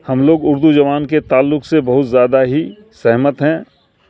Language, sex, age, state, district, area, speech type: Urdu, male, 60+, Bihar, Supaul, rural, spontaneous